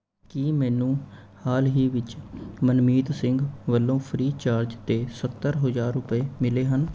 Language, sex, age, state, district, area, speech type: Punjabi, male, 18-30, Punjab, Mohali, urban, read